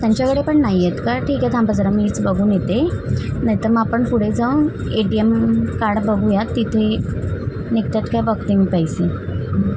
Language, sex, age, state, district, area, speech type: Marathi, female, 18-30, Maharashtra, Mumbai Suburban, urban, spontaneous